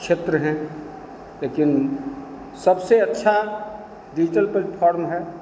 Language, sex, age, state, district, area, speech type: Hindi, male, 60+, Bihar, Begusarai, rural, spontaneous